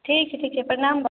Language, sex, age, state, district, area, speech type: Maithili, female, 18-30, Bihar, Darbhanga, rural, conversation